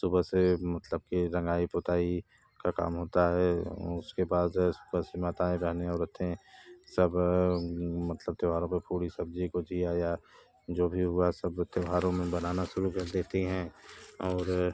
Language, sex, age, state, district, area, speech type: Hindi, male, 30-45, Uttar Pradesh, Bhadohi, rural, spontaneous